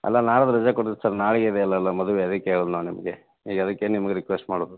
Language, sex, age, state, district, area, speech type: Kannada, male, 30-45, Karnataka, Bagalkot, rural, conversation